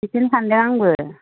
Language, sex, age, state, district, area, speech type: Bodo, female, 18-30, Assam, Baksa, rural, conversation